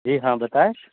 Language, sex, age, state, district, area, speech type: Urdu, male, 30-45, Bihar, Supaul, urban, conversation